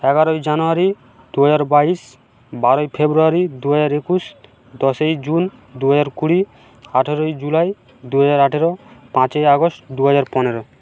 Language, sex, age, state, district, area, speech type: Bengali, male, 45-60, West Bengal, Purba Medinipur, rural, spontaneous